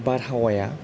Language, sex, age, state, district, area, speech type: Bodo, male, 30-45, Assam, Kokrajhar, rural, spontaneous